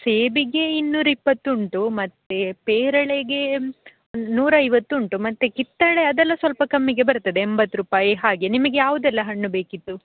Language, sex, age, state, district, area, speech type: Kannada, female, 18-30, Karnataka, Dakshina Kannada, rural, conversation